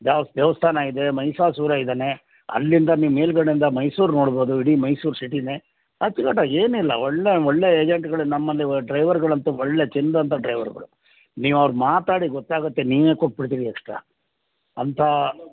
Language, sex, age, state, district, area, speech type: Kannada, male, 60+, Karnataka, Mysore, urban, conversation